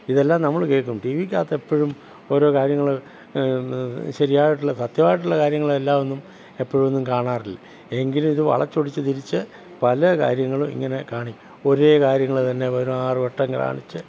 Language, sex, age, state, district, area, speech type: Malayalam, male, 60+, Kerala, Pathanamthitta, rural, spontaneous